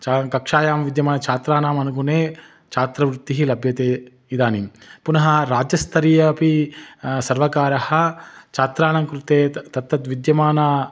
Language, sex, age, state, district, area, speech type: Sanskrit, male, 30-45, Telangana, Hyderabad, urban, spontaneous